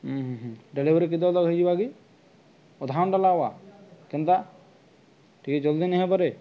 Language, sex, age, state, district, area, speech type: Odia, male, 18-30, Odisha, Subarnapur, rural, spontaneous